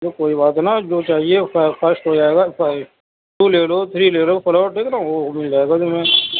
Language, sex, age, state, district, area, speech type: Urdu, male, 30-45, Uttar Pradesh, Gautam Buddha Nagar, rural, conversation